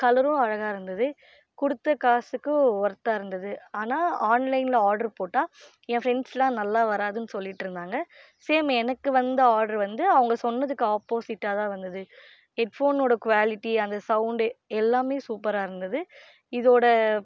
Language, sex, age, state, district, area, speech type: Tamil, female, 18-30, Tamil Nadu, Dharmapuri, rural, spontaneous